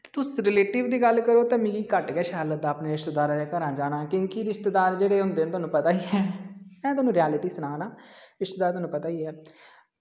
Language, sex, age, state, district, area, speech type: Dogri, male, 18-30, Jammu and Kashmir, Kathua, rural, spontaneous